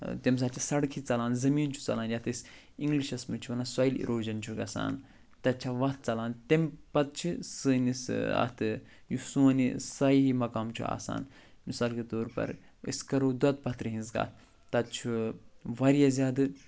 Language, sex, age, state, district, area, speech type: Kashmiri, male, 45-60, Jammu and Kashmir, Budgam, rural, spontaneous